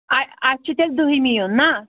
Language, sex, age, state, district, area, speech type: Kashmiri, female, 18-30, Jammu and Kashmir, Anantnag, rural, conversation